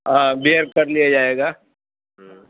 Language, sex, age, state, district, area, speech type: Urdu, male, 45-60, Uttar Pradesh, Mau, urban, conversation